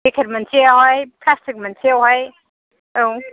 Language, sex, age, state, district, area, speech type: Bodo, female, 45-60, Assam, Kokrajhar, rural, conversation